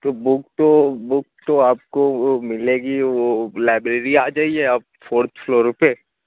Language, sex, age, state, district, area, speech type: Urdu, male, 18-30, Uttar Pradesh, Azamgarh, rural, conversation